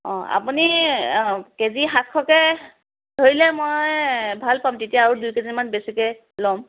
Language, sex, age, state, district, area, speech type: Assamese, female, 30-45, Assam, Lakhimpur, rural, conversation